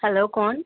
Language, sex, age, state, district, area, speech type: Urdu, female, 18-30, Delhi, Central Delhi, urban, conversation